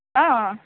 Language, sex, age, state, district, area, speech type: Assamese, female, 30-45, Assam, Golaghat, urban, conversation